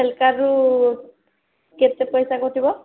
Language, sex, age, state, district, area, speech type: Odia, female, 30-45, Odisha, Sambalpur, rural, conversation